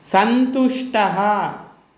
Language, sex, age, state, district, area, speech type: Sanskrit, male, 30-45, Telangana, Medak, rural, read